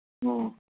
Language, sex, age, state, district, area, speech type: Manipuri, male, 30-45, Manipur, Kangpokpi, urban, conversation